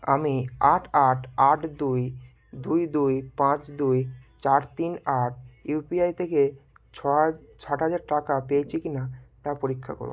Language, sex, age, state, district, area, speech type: Bengali, male, 18-30, West Bengal, Bankura, urban, read